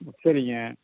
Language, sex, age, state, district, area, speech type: Tamil, male, 60+, Tamil Nadu, Madurai, rural, conversation